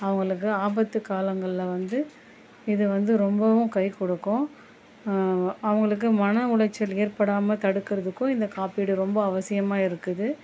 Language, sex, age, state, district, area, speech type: Tamil, female, 30-45, Tamil Nadu, Chennai, urban, spontaneous